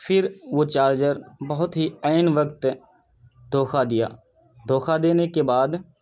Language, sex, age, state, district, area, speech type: Urdu, male, 30-45, Bihar, Purnia, rural, spontaneous